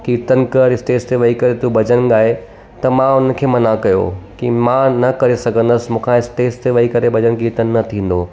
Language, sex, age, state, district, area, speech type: Sindhi, male, 30-45, Gujarat, Surat, urban, spontaneous